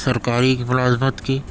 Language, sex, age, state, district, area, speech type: Urdu, male, 18-30, Delhi, Central Delhi, urban, spontaneous